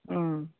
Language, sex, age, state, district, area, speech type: Bengali, female, 45-60, West Bengal, Kolkata, urban, conversation